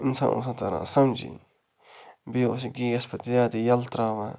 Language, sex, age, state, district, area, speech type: Kashmiri, male, 30-45, Jammu and Kashmir, Budgam, rural, spontaneous